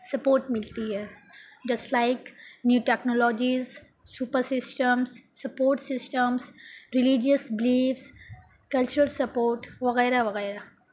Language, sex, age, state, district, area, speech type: Urdu, female, 18-30, Bihar, Gaya, urban, spontaneous